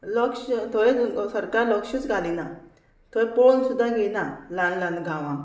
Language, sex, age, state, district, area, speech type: Goan Konkani, female, 30-45, Goa, Murmgao, rural, spontaneous